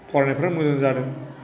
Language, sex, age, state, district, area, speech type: Bodo, male, 45-60, Assam, Chirang, urban, spontaneous